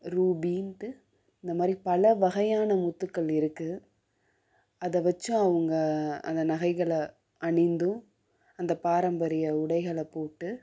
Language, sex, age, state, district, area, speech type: Tamil, female, 45-60, Tamil Nadu, Madurai, urban, spontaneous